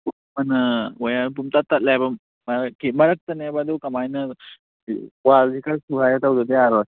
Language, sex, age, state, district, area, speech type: Manipuri, male, 18-30, Manipur, Kangpokpi, urban, conversation